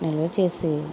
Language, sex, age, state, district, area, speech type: Telugu, female, 60+, Andhra Pradesh, Konaseema, rural, spontaneous